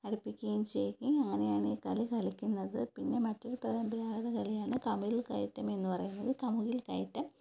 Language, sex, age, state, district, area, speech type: Malayalam, female, 30-45, Kerala, Thiruvananthapuram, rural, spontaneous